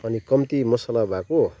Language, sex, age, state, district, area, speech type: Nepali, male, 30-45, West Bengal, Kalimpong, rural, spontaneous